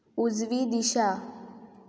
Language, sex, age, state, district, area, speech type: Goan Konkani, female, 18-30, Goa, Quepem, rural, read